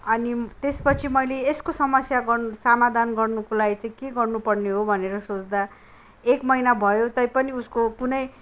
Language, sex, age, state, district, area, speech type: Nepali, male, 30-45, West Bengal, Kalimpong, rural, spontaneous